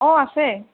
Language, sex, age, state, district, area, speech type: Assamese, female, 18-30, Assam, Morigaon, rural, conversation